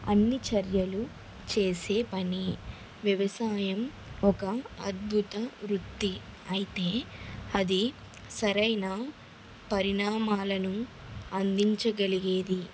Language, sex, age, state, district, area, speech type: Telugu, female, 18-30, Telangana, Vikarabad, urban, spontaneous